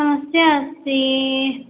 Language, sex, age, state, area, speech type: Sanskrit, female, 18-30, Assam, rural, conversation